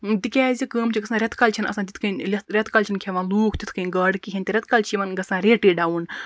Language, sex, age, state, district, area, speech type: Kashmiri, female, 30-45, Jammu and Kashmir, Baramulla, rural, spontaneous